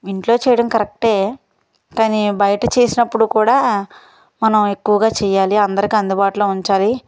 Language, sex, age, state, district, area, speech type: Telugu, female, 30-45, Andhra Pradesh, Guntur, urban, spontaneous